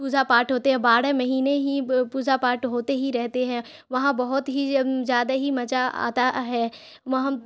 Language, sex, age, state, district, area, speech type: Urdu, female, 18-30, Bihar, Khagaria, rural, spontaneous